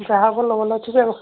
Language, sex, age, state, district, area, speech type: Odia, female, 45-60, Odisha, Angul, rural, conversation